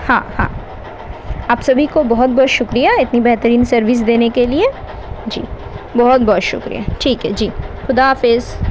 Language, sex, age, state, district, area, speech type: Urdu, female, 18-30, West Bengal, Kolkata, urban, spontaneous